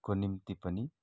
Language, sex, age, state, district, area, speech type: Nepali, male, 45-60, West Bengal, Kalimpong, rural, spontaneous